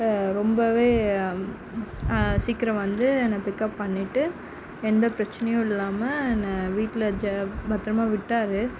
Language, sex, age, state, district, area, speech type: Tamil, female, 30-45, Tamil Nadu, Mayiladuthurai, urban, spontaneous